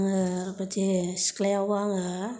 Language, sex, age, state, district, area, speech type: Bodo, female, 30-45, Assam, Kokrajhar, rural, spontaneous